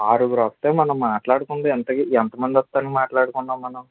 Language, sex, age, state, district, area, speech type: Telugu, male, 18-30, Andhra Pradesh, Eluru, rural, conversation